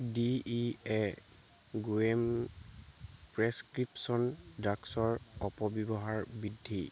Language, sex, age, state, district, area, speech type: Assamese, male, 18-30, Assam, Dibrugarh, rural, read